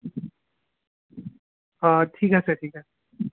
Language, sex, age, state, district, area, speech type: Assamese, male, 18-30, Assam, Jorhat, urban, conversation